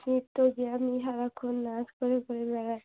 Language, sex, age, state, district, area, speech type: Bengali, female, 45-60, West Bengal, Dakshin Dinajpur, urban, conversation